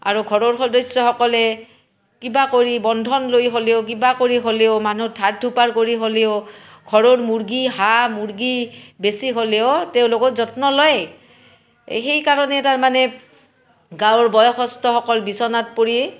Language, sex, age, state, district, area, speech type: Assamese, female, 45-60, Assam, Barpeta, rural, spontaneous